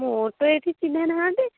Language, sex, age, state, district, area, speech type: Odia, female, 18-30, Odisha, Kendujhar, urban, conversation